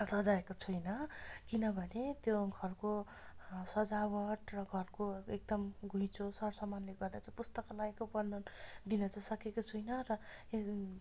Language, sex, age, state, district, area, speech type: Nepali, female, 30-45, West Bengal, Darjeeling, rural, spontaneous